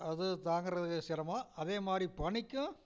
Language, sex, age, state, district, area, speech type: Tamil, male, 60+, Tamil Nadu, Namakkal, rural, spontaneous